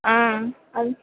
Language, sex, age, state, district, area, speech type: Tamil, female, 18-30, Tamil Nadu, Sivaganga, rural, conversation